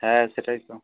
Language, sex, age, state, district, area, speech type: Bengali, male, 18-30, West Bengal, Nadia, rural, conversation